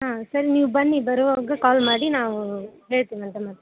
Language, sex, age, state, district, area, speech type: Kannada, female, 18-30, Karnataka, Gadag, rural, conversation